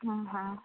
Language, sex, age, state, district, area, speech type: Odia, female, 45-60, Odisha, Gajapati, rural, conversation